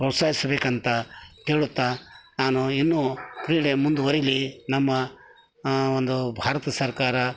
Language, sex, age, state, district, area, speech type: Kannada, male, 60+, Karnataka, Koppal, rural, spontaneous